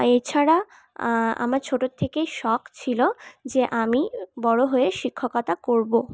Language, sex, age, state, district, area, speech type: Bengali, female, 18-30, West Bengal, Paschim Bardhaman, urban, spontaneous